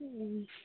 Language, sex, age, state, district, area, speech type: Santali, female, 18-30, West Bengal, Birbhum, rural, conversation